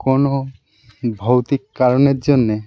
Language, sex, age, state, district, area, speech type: Bengali, male, 18-30, West Bengal, Birbhum, urban, spontaneous